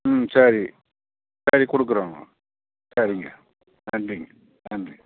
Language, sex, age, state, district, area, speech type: Tamil, male, 60+, Tamil Nadu, Kallakurichi, rural, conversation